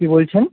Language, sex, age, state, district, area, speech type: Bengali, male, 18-30, West Bengal, Purba Medinipur, rural, conversation